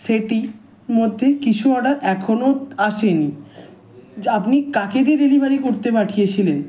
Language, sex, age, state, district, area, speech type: Bengali, male, 18-30, West Bengal, Howrah, urban, spontaneous